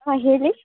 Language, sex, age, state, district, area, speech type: Kannada, female, 18-30, Karnataka, Bangalore Urban, rural, conversation